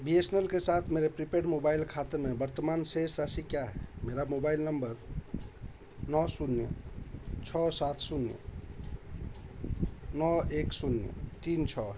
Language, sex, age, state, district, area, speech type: Hindi, male, 45-60, Madhya Pradesh, Chhindwara, rural, read